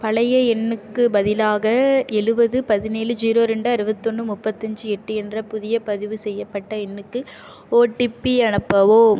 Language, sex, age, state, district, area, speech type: Tamil, female, 18-30, Tamil Nadu, Nagapattinam, rural, read